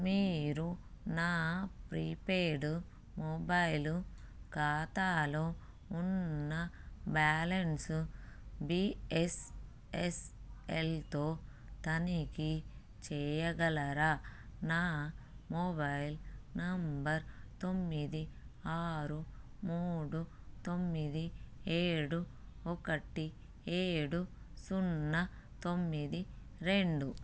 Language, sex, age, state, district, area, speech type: Telugu, female, 30-45, Telangana, Peddapalli, rural, read